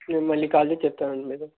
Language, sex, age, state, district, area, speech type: Telugu, male, 18-30, Andhra Pradesh, Guntur, urban, conversation